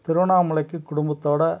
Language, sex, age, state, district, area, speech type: Tamil, male, 45-60, Tamil Nadu, Tiruppur, rural, spontaneous